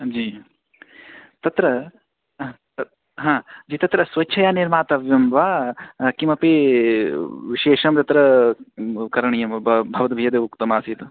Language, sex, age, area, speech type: Sanskrit, male, 18-30, rural, conversation